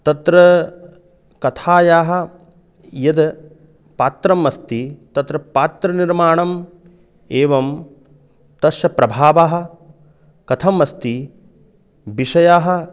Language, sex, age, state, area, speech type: Sanskrit, male, 30-45, Uttar Pradesh, urban, spontaneous